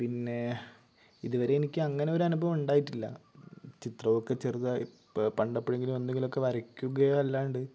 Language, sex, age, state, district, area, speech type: Malayalam, male, 18-30, Kerala, Kozhikode, urban, spontaneous